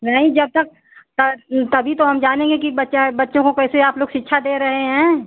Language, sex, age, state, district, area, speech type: Hindi, female, 30-45, Uttar Pradesh, Azamgarh, rural, conversation